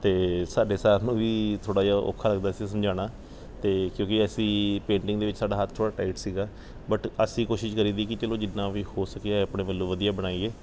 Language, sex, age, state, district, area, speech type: Punjabi, male, 30-45, Punjab, Kapurthala, urban, spontaneous